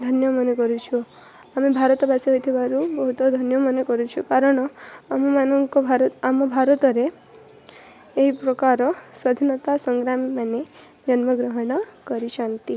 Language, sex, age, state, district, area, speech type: Odia, female, 18-30, Odisha, Rayagada, rural, spontaneous